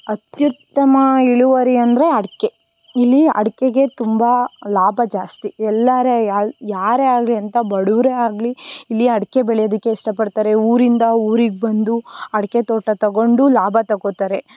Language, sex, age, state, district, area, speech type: Kannada, female, 18-30, Karnataka, Tumkur, rural, spontaneous